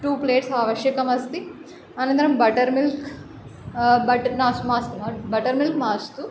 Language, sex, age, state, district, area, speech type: Sanskrit, female, 18-30, Andhra Pradesh, Chittoor, urban, spontaneous